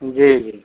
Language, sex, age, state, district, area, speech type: Hindi, male, 60+, Uttar Pradesh, Azamgarh, rural, conversation